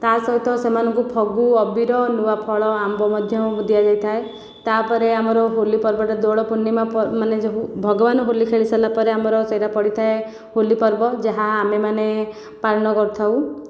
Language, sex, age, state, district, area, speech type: Odia, female, 18-30, Odisha, Khordha, rural, spontaneous